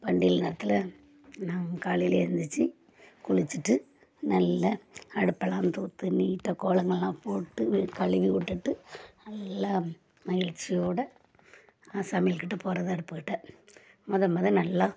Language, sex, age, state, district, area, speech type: Tamil, female, 45-60, Tamil Nadu, Thoothukudi, rural, spontaneous